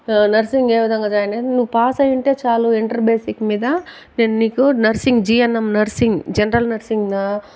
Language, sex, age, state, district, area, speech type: Telugu, female, 45-60, Andhra Pradesh, Chittoor, rural, spontaneous